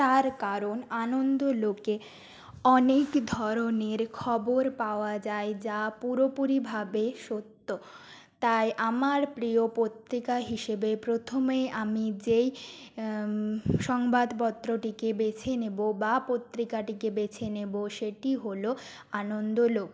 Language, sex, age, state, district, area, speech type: Bengali, female, 18-30, West Bengal, Jhargram, rural, spontaneous